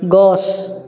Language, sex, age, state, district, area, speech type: Assamese, male, 18-30, Assam, Charaideo, urban, read